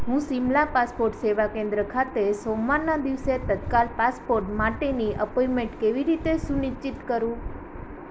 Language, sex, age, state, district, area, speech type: Gujarati, female, 18-30, Gujarat, Ahmedabad, urban, read